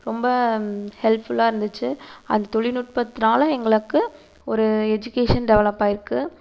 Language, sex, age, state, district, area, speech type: Tamil, female, 18-30, Tamil Nadu, Erode, urban, spontaneous